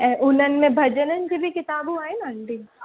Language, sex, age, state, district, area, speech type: Sindhi, female, 45-60, Uttar Pradesh, Lucknow, rural, conversation